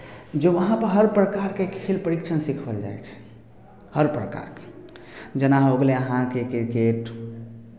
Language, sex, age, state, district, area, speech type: Maithili, male, 18-30, Bihar, Samastipur, rural, spontaneous